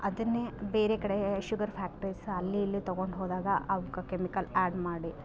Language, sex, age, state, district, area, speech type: Kannada, female, 30-45, Karnataka, Vijayanagara, rural, spontaneous